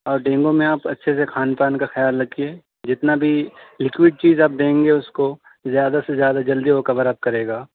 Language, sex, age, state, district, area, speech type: Urdu, male, 18-30, Delhi, South Delhi, urban, conversation